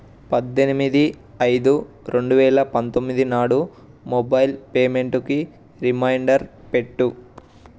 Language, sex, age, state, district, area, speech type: Telugu, male, 18-30, Telangana, Ranga Reddy, urban, read